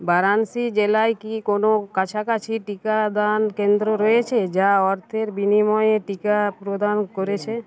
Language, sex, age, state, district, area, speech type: Bengali, female, 30-45, West Bengal, Uttar Dinajpur, urban, read